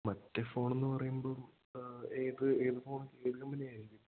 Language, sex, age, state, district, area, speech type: Malayalam, male, 18-30, Kerala, Idukki, rural, conversation